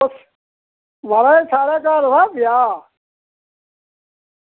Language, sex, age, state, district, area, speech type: Dogri, male, 60+, Jammu and Kashmir, Reasi, rural, conversation